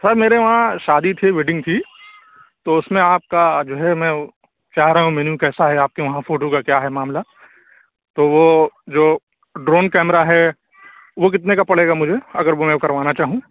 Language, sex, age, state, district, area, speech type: Urdu, male, 45-60, Uttar Pradesh, Lucknow, urban, conversation